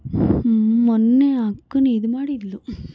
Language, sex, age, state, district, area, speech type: Kannada, female, 18-30, Karnataka, Bangalore Rural, rural, spontaneous